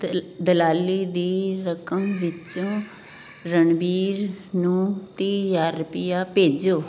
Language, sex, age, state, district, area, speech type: Punjabi, female, 60+, Punjab, Fazilka, rural, read